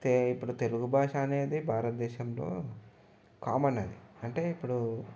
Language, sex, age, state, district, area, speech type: Telugu, male, 18-30, Telangana, Ranga Reddy, urban, spontaneous